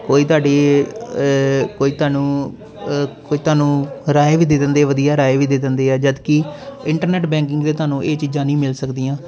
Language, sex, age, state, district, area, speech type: Punjabi, male, 30-45, Punjab, Jalandhar, urban, spontaneous